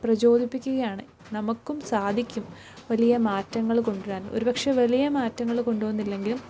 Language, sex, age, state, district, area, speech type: Malayalam, female, 18-30, Kerala, Pathanamthitta, rural, spontaneous